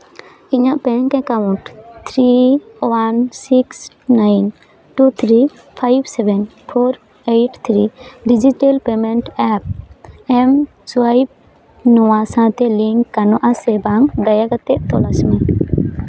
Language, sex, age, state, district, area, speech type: Santali, female, 18-30, West Bengal, Jhargram, rural, read